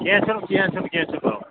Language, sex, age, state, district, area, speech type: Kashmiri, male, 18-30, Jammu and Kashmir, Pulwama, urban, conversation